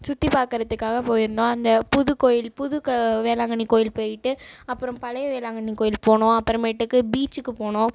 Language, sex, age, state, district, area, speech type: Tamil, female, 18-30, Tamil Nadu, Ariyalur, rural, spontaneous